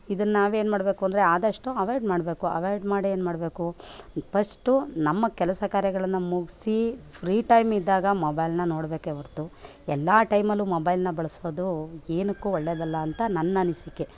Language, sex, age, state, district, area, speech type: Kannada, female, 45-60, Karnataka, Mandya, urban, spontaneous